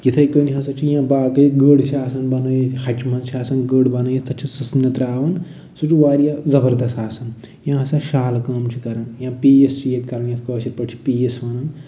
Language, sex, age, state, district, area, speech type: Kashmiri, male, 45-60, Jammu and Kashmir, Budgam, urban, spontaneous